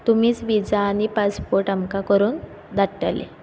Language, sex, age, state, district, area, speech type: Goan Konkani, female, 18-30, Goa, Quepem, rural, spontaneous